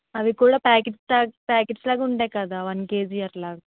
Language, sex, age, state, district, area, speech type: Telugu, female, 18-30, Andhra Pradesh, East Godavari, rural, conversation